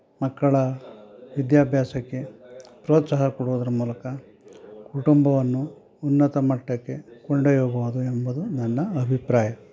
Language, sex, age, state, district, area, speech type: Kannada, male, 60+, Karnataka, Chikkamagaluru, rural, spontaneous